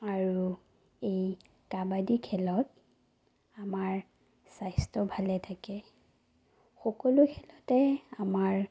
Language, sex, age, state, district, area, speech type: Assamese, female, 30-45, Assam, Sonitpur, rural, spontaneous